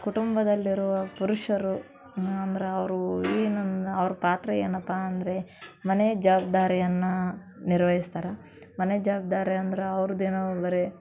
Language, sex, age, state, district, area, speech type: Kannada, female, 18-30, Karnataka, Dharwad, urban, spontaneous